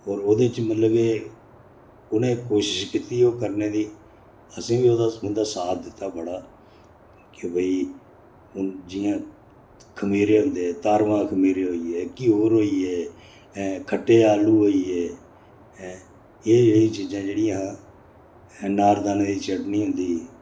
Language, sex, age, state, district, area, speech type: Dogri, male, 60+, Jammu and Kashmir, Reasi, urban, spontaneous